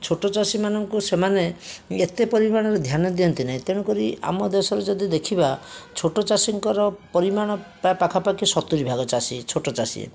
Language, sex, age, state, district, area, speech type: Odia, male, 60+, Odisha, Jajpur, rural, spontaneous